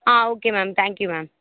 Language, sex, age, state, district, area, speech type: Tamil, female, 18-30, Tamil Nadu, Vellore, urban, conversation